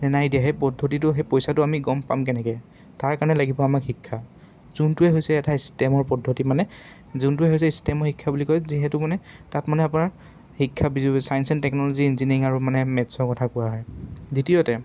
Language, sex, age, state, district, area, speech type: Assamese, male, 18-30, Assam, Dibrugarh, urban, spontaneous